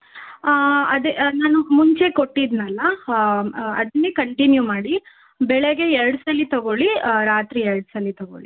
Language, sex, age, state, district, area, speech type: Kannada, female, 18-30, Karnataka, Tumkur, urban, conversation